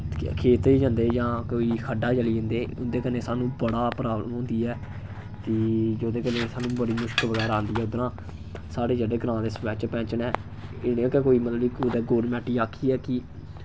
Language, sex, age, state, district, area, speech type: Dogri, male, 18-30, Jammu and Kashmir, Samba, rural, spontaneous